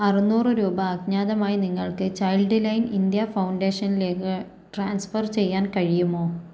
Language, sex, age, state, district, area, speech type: Malayalam, female, 45-60, Kerala, Kozhikode, urban, read